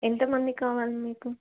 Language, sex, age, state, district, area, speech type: Telugu, female, 18-30, Telangana, Warangal, rural, conversation